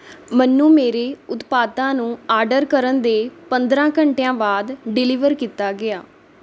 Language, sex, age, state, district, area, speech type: Punjabi, female, 18-30, Punjab, Mohali, rural, read